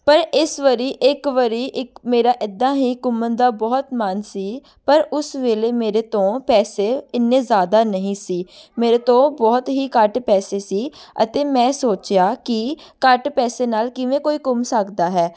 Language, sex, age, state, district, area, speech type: Punjabi, female, 18-30, Punjab, Amritsar, urban, spontaneous